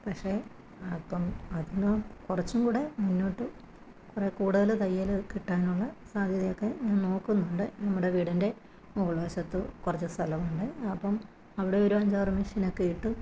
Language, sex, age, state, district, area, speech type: Malayalam, female, 45-60, Kerala, Kottayam, rural, spontaneous